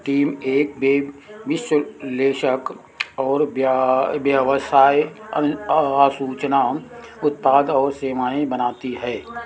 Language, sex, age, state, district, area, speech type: Hindi, male, 60+, Uttar Pradesh, Sitapur, rural, read